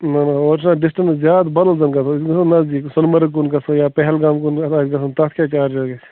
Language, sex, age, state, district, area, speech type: Kashmiri, male, 30-45, Jammu and Kashmir, Bandipora, rural, conversation